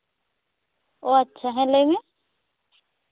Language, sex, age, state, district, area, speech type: Santali, female, 18-30, West Bengal, Bankura, rural, conversation